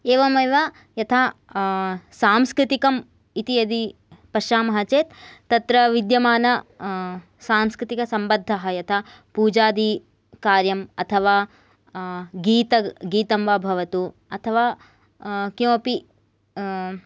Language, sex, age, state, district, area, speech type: Sanskrit, female, 18-30, Karnataka, Gadag, urban, spontaneous